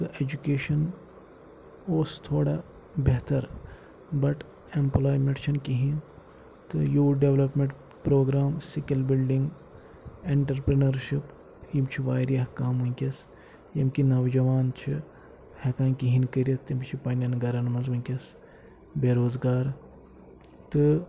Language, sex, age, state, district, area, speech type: Kashmiri, male, 18-30, Jammu and Kashmir, Pulwama, rural, spontaneous